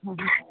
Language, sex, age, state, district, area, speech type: Kannada, female, 18-30, Karnataka, Gulbarga, urban, conversation